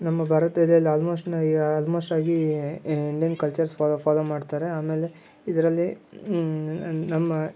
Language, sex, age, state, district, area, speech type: Kannada, male, 18-30, Karnataka, Koppal, rural, spontaneous